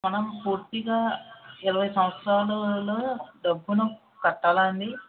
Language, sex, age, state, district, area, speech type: Telugu, male, 60+, Andhra Pradesh, West Godavari, rural, conversation